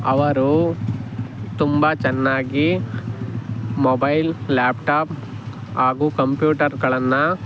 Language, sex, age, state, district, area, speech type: Kannada, male, 18-30, Karnataka, Tumkur, rural, spontaneous